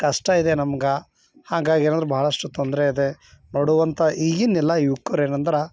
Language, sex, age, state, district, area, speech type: Kannada, male, 30-45, Karnataka, Bidar, urban, spontaneous